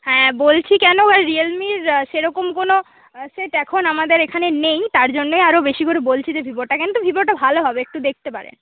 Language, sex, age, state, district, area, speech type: Bengali, female, 18-30, West Bengal, Paschim Medinipur, rural, conversation